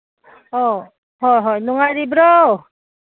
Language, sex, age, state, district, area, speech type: Manipuri, female, 45-60, Manipur, Ukhrul, rural, conversation